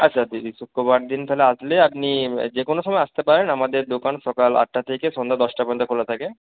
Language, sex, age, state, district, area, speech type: Bengali, male, 30-45, West Bengal, Purba Medinipur, rural, conversation